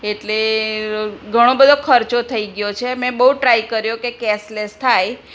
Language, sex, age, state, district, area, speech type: Gujarati, female, 45-60, Gujarat, Kheda, rural, spontaneous